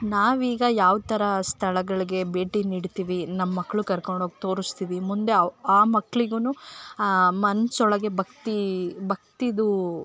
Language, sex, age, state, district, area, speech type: Kannada, female, 18-30, Karnataka, Chikkamagaluru, rural, spontaneous